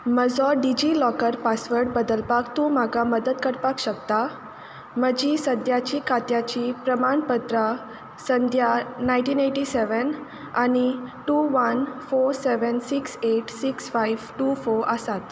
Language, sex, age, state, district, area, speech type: Goan Konkani, female, 18-30, Goa, Quepem, rural, read